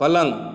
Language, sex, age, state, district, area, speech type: Maithili, male, 45-60, Bihar, Saharsa, urban, read